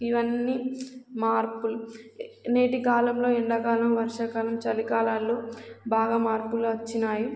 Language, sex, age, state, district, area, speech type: Telugu, female, 18-30, Telangana, Warangal, rural, spontaneous